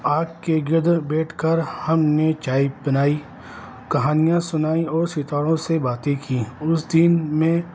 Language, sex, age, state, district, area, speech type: Urdu, male, 30-45, Delhi, North East Delhi, urban, spontaneous